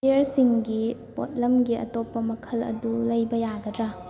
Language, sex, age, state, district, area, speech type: Manipuri, female, 18-30, Manipur, Imphal West, rural, read